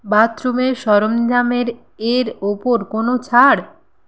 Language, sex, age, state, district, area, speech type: Bengali, female, 30-45, West Bengal, Nadia, rural, read